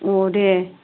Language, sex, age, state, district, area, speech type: Bodo, female, 45-60, Assam, Udalguri, rural, conversation